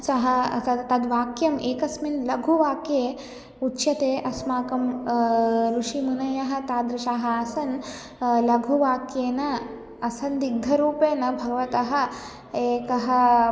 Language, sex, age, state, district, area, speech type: Sanskrit, female, 18-30, Telangana, Ranga Reddy, urban, spontaneous